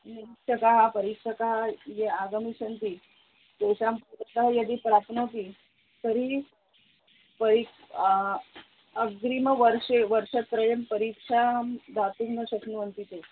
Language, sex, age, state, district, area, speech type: Sanskrit, female, 45-60, Maharashtra, Nagpur, urban, conversation